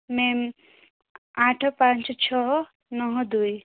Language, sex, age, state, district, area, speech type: Odia, female, 18-30, Odisha, Nabarangpur, urban, conversation